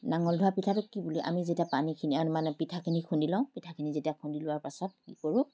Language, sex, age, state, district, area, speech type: Assamese, female, 45-60, Assam, Charaideo, urban, spontaneous